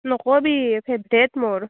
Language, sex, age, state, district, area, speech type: Assamese, female, 18-30, Assam, Barpeta, rural, conversation